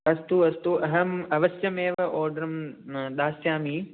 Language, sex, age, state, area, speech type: Sanskrit, male, 18-30, Rajasthan, rural, conversation